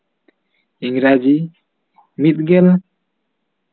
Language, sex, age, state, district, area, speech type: Santali, male, 18-30, West Bengal, Bankura, rural, spontaneous